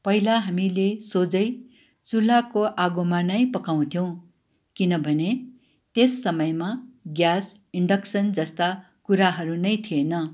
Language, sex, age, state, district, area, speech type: Nepali, female, 60+, West Bengal, Darjeeling, rural, spontaneous